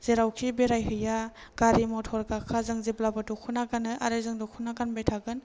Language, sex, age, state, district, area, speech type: Bodo, female, 30-45, Assam, Chirang, urban, spontaneous